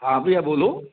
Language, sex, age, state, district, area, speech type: Hindi, male, 18-30, Rajasthan, Jaipur, urban, conversation